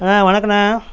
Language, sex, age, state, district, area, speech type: Tamil, male, 45-60, Tamil Nadu, Coimbatore, rural, spontaneous